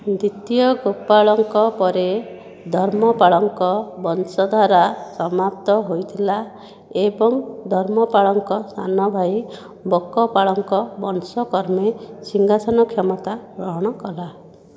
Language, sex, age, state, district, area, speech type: Odia, female, 18-30, Odisha, Jajpur, rural, read